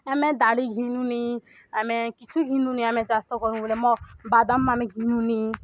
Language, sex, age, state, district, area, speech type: Odia, female, 18-30, Odisha, Balangir, urban, spontaneous